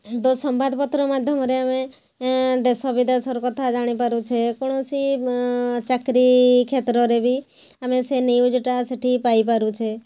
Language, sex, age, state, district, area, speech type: Odia, female, 45-60, Odisha, Mayurbhanj, rural, spontaneous